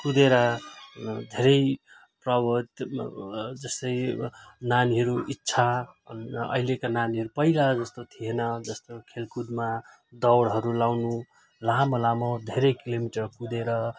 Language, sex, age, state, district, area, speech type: Nepali, male, 45-60, West Bengal, Jalpaiguri, urban, spontaneous